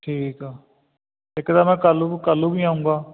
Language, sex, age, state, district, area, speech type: Punjabi, male, 30-45, Punjab, Fatehgarh Sahib, rural, conversation